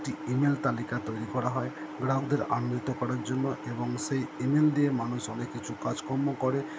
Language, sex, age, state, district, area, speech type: Bengali, male, 30-45, West Bengal, Purba Bardhaman, urban, spontaneous